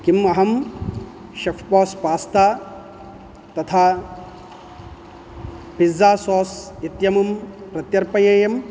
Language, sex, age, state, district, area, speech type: Sanskrit, male, 45-60, Karnataka, Udupi, urban, read